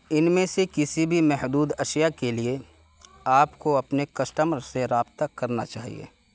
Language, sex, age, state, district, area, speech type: Urdu, male, 18-30, Bihar, Saharsa, rural, read